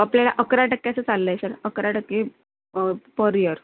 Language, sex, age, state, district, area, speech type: Marathi, female, 45-60, Maharashtra, Thane, rural, conversation